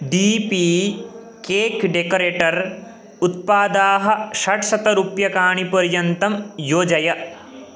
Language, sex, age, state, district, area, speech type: Sanskrit, male, 18-30, West Bengal, Purba Medinipur, rural, read